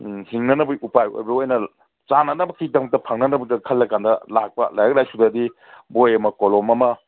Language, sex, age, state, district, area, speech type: Manipuri, male, 45-60, Manipur, Kangpokpi, urban, conversation